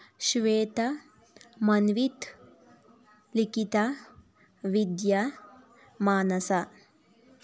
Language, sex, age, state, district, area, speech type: Kannada, female, 30-45, Karnataka, Tumkur, rural, spontaneous